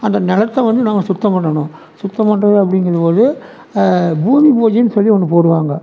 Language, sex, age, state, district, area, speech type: Tamil, male, 60+, Tamil Nadu, Erode, rural, spontaneous